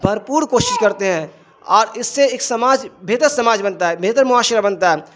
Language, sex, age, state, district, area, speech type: Urdu, male, 45-60, Bihar, Darbhanga, rural, spontaneous